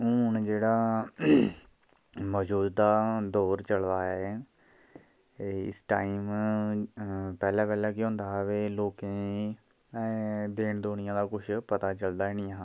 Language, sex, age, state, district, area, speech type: Dogri, male, 30-45, Jammu and Kashmir, Kathua, rural, spontaneous